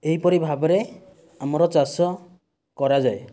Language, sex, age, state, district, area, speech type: Odia, male, 60+, Odisha, Kandhamal, rural, spontaneous